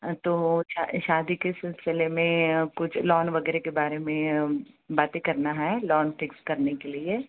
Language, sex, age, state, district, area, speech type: Hindi, female, 60+, Madhya Pradesh, Balaghat, rural, conversation